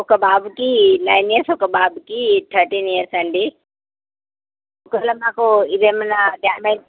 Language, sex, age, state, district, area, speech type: Telugu, female, 30-45, Telangana, Peddapalli, rural, conversation